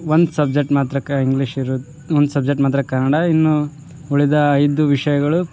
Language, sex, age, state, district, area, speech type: Kannada, male, 18-30, Karnataka, Vijayanagara, rural, spontaneous